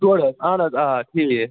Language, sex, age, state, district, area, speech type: Kashmiri, male, 45-60, Jammu and Kashmir, Budgam, urban, conversation